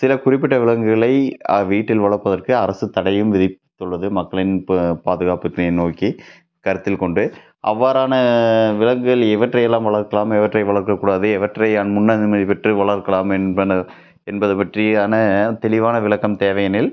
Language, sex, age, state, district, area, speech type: Tamil, male, 30-45, Tamil Nadu, Tiruppur, rural, spontaneous